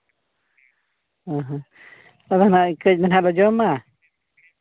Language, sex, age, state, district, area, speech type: Santali, male, 30-45, Jharkhand, Seraikela Kharsawan, rural, conversation